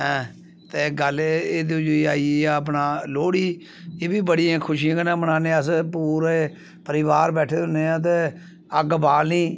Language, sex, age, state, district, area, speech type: Dogri, male, 45-60, Jammu and Kashmir, Samba, rural, spontaneous